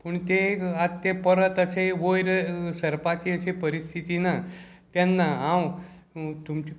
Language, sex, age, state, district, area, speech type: Goan Konkani, male, 60+, Goa, Salcete, rural, spontaneous